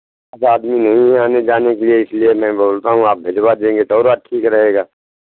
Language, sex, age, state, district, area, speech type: Hindi, male, 60+, Uttar Pradesh, Pratapgarh, rural, conversation